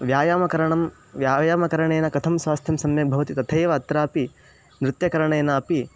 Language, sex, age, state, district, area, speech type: Sanskrit, male, 18-30, Karnataka, Chikkamagaluru, rural, spontaneous